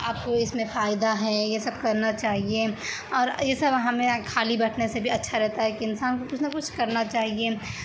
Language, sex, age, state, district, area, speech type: Urdu, female, 30-45, Bihar, Darbhanga, rural, spontaneous